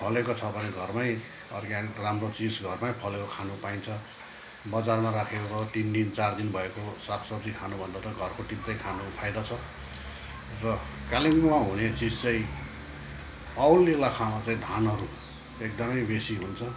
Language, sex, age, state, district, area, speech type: Nepali, male, 60+, West Bengal, Kalimpong, rural, spontaneous